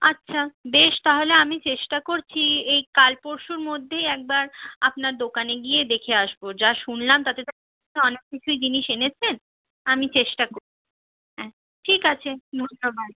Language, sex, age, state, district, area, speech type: Bengali, female, 60+, West Bengal, Purulia, rural, conversation